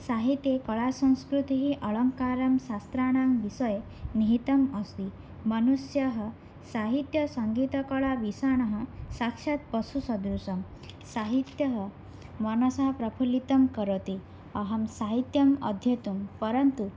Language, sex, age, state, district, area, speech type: Sanskrit, female, 18-30, Odisha, Bhadrak, rural, spontaneous